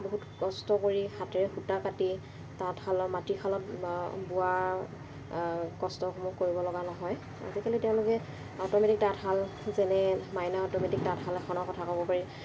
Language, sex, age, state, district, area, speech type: Assamese, female, 30-45, Assam, Dhemaji, urban, spontaneous